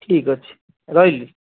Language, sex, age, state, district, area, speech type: Odia, male, 45-60, Odisha, Khordha, rural, conversation